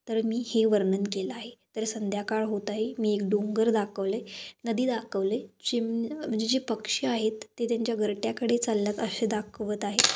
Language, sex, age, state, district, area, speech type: Marathi, female, 18-30, Maharashtra, Kolhapur, rural, spontaneous